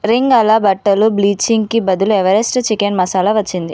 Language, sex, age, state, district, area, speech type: Telugu, female, 18-30, Telangana, Ranga Reddy, urban, read